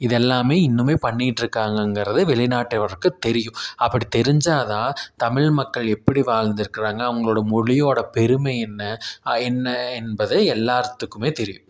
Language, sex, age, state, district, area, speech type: Tamil, male, 30-45, Tamil Nadu, Tiruppur, rural, spontaneous